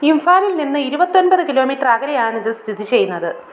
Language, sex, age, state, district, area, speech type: Malayalam, female, 30-45, Kerala, Kollam, rural, read